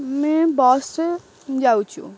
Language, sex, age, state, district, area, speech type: Odia, female, 18-30, Odisha, Kendrapara, urban, spontaneous